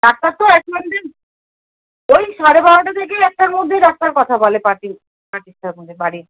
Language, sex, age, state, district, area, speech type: Bengali, female, 30-45, West Bengal, Howrah, urban, conversation